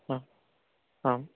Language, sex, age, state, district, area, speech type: Sanskrit, male, 18-30, Maharashtra, Chandrapur, rural, conversation